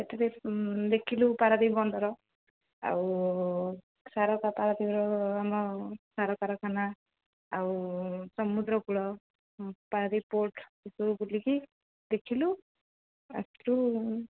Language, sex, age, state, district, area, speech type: Odia, female, 18-30, Odisha, Jagatsinghpur, rural, conversation